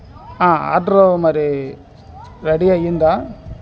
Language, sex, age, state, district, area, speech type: Telugu, male, 30-45, Andhra Pradesh, Bapatla, urban, spontaneous